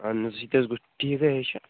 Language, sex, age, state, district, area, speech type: Kashmiri, male, 18-30, Jammu and Kashmir, Kupwara, urban, conversation